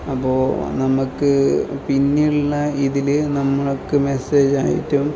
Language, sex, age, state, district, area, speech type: Malayalam, male, 30-45, Kerala, Kasaragod, rural, spontaneous